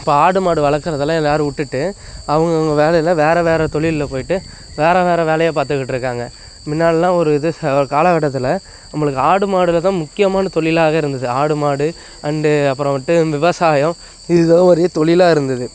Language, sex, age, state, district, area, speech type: Tamil, male, 18-30, Tamil Nadu, Nagapattinam, urban, spontaneous